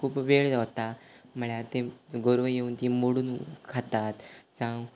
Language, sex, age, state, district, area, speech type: Goan Konkani, male, 18-30, Goa, Quepem, rural, spontaneous